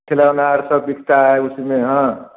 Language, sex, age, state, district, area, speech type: Hindi, male, 45-60, Bihar, Samastipur, rural, conversation